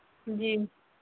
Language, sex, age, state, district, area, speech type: Hindi, female, 30-45, Uttar Pradesh, Ghazipur, rural, conversation